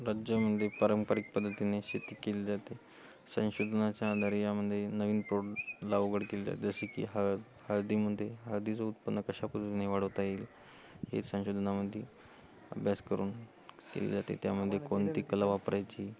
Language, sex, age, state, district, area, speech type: Marathi, male, 18-30, Maharashtra, Hingoli, urban, spontaneous